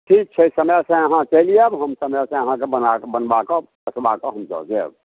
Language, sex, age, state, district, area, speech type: Maithili, male, 60+, Bihar, Samastipur, urban, conversation